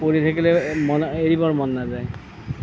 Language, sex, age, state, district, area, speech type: Assamese, male, 60+, Assam, Nalbari, rural, spontaneous